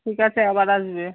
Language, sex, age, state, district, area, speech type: Bengali, female, 45-60, West Bengal, Hooghly, rural, conversation